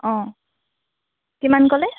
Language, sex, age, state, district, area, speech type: Assamese, female, 18-30, Assam, Golaghat, urban, conversation